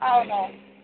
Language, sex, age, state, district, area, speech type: Telugu, female, 30-45, Telangana, Ranga Reddy, rural, conversation